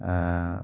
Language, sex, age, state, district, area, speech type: Bengali, male, 30-45, West Bengal, Cooch Behar, urban, spontaneous